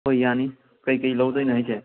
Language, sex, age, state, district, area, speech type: Manipuri, male, 18-30, Manipur, Thoubal, rural, conversation